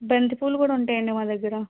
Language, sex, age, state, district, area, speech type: Telugu, female, 30-45, Andhra Pradesh, Vizianagaram, rural, conversation